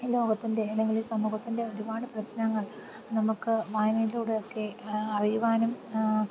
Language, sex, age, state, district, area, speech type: Malayalam, female, 30-45, Kerala, Thiruvananthapuram, rural, spontaneous